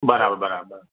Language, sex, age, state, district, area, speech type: Gujarati, male, 45-60, Gujarat, Ahmedabad, urban, conversation